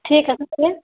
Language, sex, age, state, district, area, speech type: Urdu, female, 18-30, Bihar, Saharsa, rural, conversation